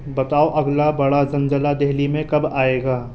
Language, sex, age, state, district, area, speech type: Urdu, male, 18-30, Delhi, Central Delhi, urban, read